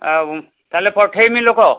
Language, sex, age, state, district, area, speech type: Odia, male, 60+, Odisha, Kendujhar, urban, conversation